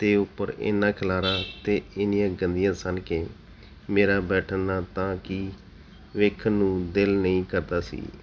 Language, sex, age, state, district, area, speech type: Punjabi, male, 45-60, Punjab, Tarn Taran, urban, spontaneous